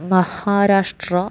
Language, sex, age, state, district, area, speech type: Malayalam, female, 60+, Kerala, Wayanad, rural, spontaneous